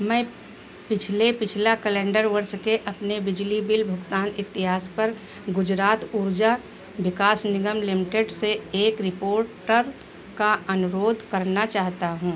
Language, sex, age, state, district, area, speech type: Hindi, female, 60+, Uttar Pradesh, Sitapur, rural, read